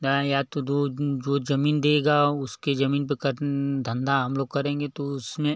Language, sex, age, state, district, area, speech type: Hindi, male, 18-30, Uttar Pradesh, Ghazipur, rural, spontaneous